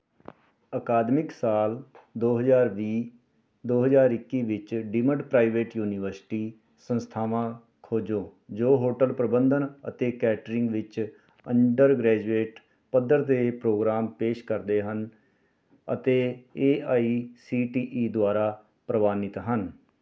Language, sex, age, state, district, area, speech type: Punjabi, male, 45-60, Punjab, Rupnagar, urban, read